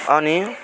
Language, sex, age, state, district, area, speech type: Nepali, male, 18-30, West Bengal, Alipurduar, rural, spontaneous